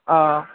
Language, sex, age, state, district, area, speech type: Kashmiri, male, 30-45, Jammu and Kashmir, Kupwara, rural, conversation